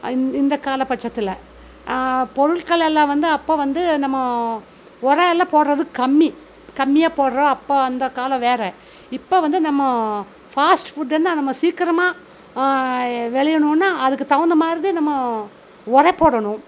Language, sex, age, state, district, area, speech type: Tamil, female, 45-60, Tamil Nadu, Coimbatore, rural, spontaneous